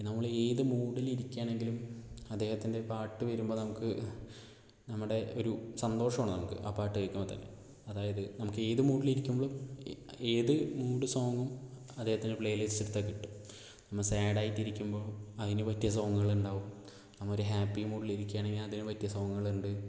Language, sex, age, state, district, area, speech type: Malayalam, male, 30-45, Kerala, Palakkad, rural, spontaneous